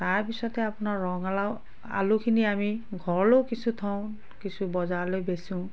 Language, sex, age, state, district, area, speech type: Assamese, female, 45-60, Assam, Biswanath, rural, spontaneous